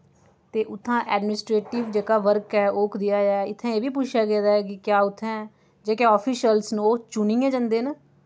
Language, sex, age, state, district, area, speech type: Dogri, female, 30-45, Jammu and Kashmir, Udhampur, urban, spontaneous